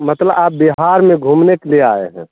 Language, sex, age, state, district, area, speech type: Hindi, male, 45-60, Bihar, Madhepura, rural, conversation